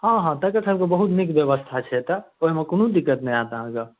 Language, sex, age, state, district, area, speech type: Maithili, male, 18-30, Bihar, Darbhanga, rural, conversation